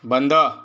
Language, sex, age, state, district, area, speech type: Marathi, male, 18-30, Maharashtra, Yavatmal, rural, read